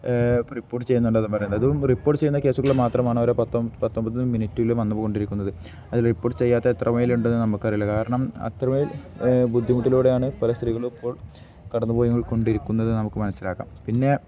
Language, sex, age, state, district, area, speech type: Malayalam, male, 18-30, Kerala, Kozhikode, rural, spontaneous